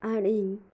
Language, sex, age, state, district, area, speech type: Goan Konkani, female, 18-30, Goa, Canacona, rural, spontaneous